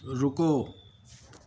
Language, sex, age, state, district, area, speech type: Punjabi, male, 60+, Punjab, Pathankot, rural, read